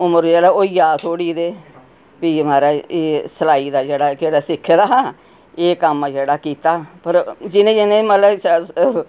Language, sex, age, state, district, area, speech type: Dogri, female, 60+, Jammu and Kashmir, Reasi, urban, spontaneous